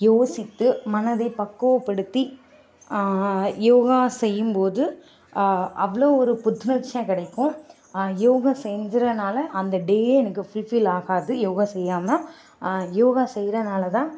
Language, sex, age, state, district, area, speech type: Tamil, female, 18-30, Tamil Nadu, Kanchipuram, urban, spontaneous